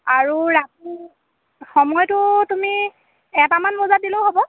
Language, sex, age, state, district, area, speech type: Assamese, female, 30-45, Assam, Dhemaji, rural, conversation